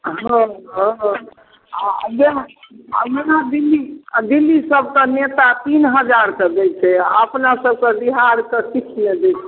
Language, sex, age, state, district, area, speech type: Maithili, female, 60+, Bihar, Darbhanga, urban, conversation